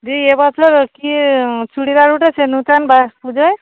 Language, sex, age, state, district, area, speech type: Bengali, female, 45-60, West Bengal, Darjeeling, urban, conversation